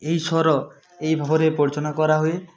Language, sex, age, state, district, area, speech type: Odia, male, 30-45, Odisha, Mayurbhanj, rural, spontaneous